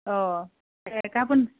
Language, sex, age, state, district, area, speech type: Bodo, female, 18-30, Assam, Udalguri, urban, conversation